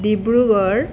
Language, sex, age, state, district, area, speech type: Assamese, female, 60+, Assam, Tinsukia, rural, spontaneous